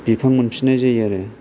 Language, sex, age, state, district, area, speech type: Bodo, male, 30-45, Assam, Kokrajhar, rural, spontaneous